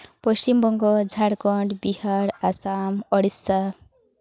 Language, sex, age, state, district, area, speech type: Santali, female, 18-30, West Bengal, Purulia, rural, spontaneous